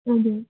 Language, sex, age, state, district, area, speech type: Nepali, female, 18-30, West Bengal, Darjeeling, rural, conversation